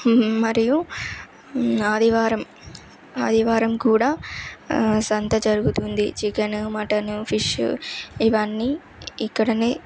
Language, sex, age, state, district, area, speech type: Telugu, female, 18-30, Telangana, Karimnagar, rural, spontaneous